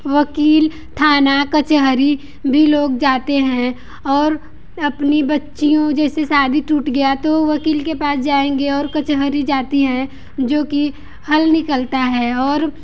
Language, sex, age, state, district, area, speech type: Hindi, female, 18-30, Uttar Pradesh, Mirzapur, rural, spontaneous